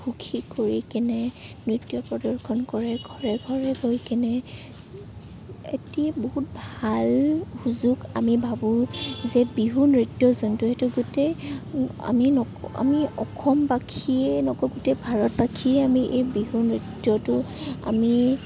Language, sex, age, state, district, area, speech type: Assamese, female, 18-30, Assam, Morigaon, rural, spontaneous